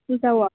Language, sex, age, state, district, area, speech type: Marathi, female, 30-45, Maharashtra, Yavatmal, rural, conversation